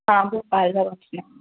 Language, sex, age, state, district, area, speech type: Hindi, female, 30-45, Madhya Pradesh, Bhopal, urban, conversation